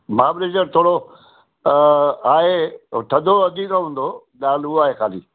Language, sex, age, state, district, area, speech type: Sindhi, male, 60+, Maharashtra, Mumbai Suburban, urban, conversation